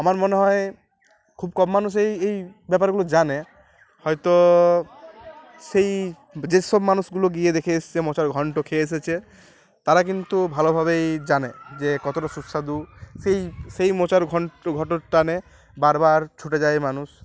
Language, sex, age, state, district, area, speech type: Bengali, male, 18-30, West Bengal, Uttar Dinajpur, urban, spontaneous